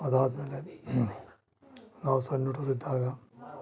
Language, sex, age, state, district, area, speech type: Kannada, male, 45-60, Karnataka, Bellary, rural, spontaneous